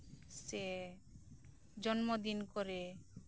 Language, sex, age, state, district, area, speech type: Santali, female, 30-45, West Bengal, Birbhum, rural, spontaneous